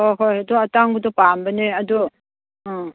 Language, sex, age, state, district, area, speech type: Manipuri, female, 60+, Manipur, Churachandpur, rural, conversation